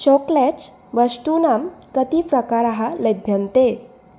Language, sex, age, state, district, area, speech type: Sanskrit, female, 18-30, Assam, Nalbari, rural, read